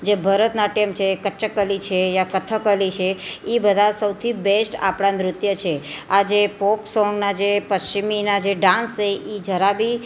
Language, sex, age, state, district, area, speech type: Gujarati, female, 30-45, Gujarat, Surat, urban, spontaneous